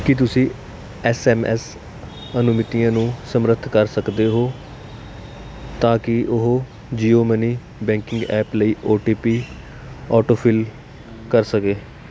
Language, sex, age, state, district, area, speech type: Punjabi, male, 18-30, Punjab, Kapurthala, urban, read